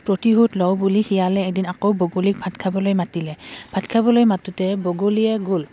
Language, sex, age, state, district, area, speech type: Assamese, female, 18-30, Assam, Udalguri, urban, spontaneous